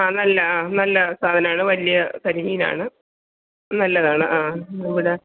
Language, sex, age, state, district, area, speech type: Malayalam, female, 45-60, Kerala, Alappuzha, rural, conversation